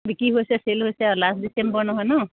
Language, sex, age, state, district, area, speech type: Assamese, female, 30-45, Assam, Sivasagar, rural, conversation